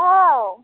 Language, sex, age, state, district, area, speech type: Bodo, female, 30-45, Assam, Chirang, rural, conversation